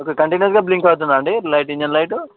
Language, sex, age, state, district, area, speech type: Telugu, male, 18-30, Telangana, Sangareddy, urban, conversation